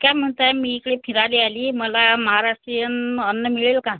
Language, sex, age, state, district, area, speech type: Marathi, female, 45-60, Maharashtra, Amravati, rural, conversation